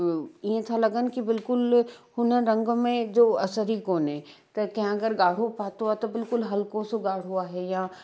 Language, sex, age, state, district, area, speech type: Sindhi, female, 18-30, Uttar Pradesh, Lucknow, urban, spontaneous